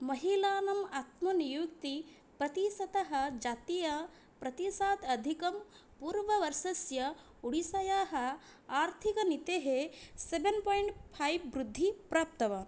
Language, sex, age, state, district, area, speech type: Sanskrit, female, 18-30, Odisha, Puri, rural, spontaneous